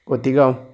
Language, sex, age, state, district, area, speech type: Goan Konkani, male, 30-45, Goa, Salcete, urban, spontaneous